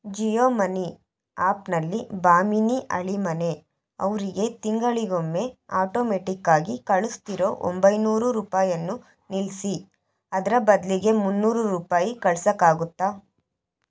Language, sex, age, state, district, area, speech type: Kannada, female, 18-30, Karnataka, Chitradurga, urban, read